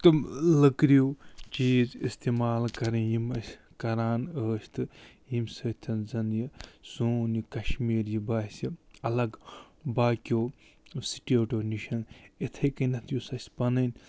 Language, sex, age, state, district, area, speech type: Kashmiri, male, 45-60, Jammu and Kashmir, Budgam, rural, spontaneous